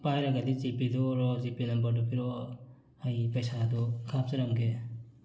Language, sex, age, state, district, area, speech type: Manipuri, male, 30-45, Manipur, Thoubal, rural, spontaneous